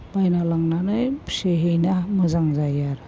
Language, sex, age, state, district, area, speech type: Bodo, female, 60+, Assam, Chirang, rural, spontaneous